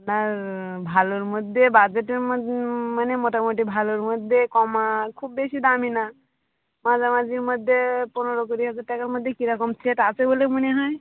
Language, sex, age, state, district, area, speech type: Bengali, female, 30-45, West Bengal, Birbhum, urban, conversation